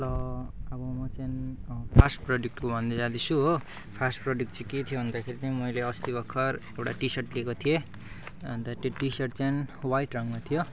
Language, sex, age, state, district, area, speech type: Nepali, male, 18-30, West Bengal, Alipurduar, urban, spontaneous